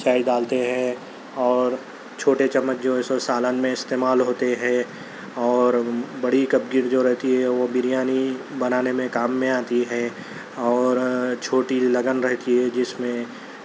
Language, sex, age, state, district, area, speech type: Urdu, male, 30-45, Telangana, Hyderabad, urban, spontaneous